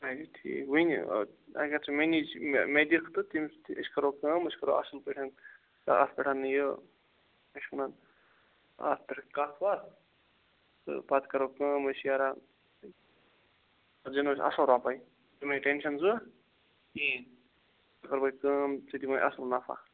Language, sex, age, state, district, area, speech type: Kashmiri, male, 45-60, Jammu and Kashmir, Bandipora, rural, conversation